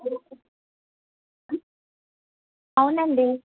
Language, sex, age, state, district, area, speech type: Telugu, female, 30-45, Telangana, Bhadradri Kothagudem, urban, conversation